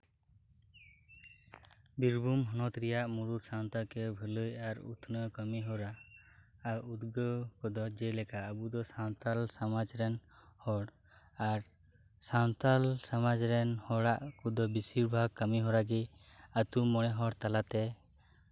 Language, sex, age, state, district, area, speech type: Santali, male, 18-30, West Bengal, Birbhum, rural, spontaneous